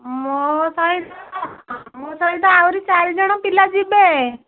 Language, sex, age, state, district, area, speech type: Odia, female, 45-60, Odisha, Gajapati, rural, conversation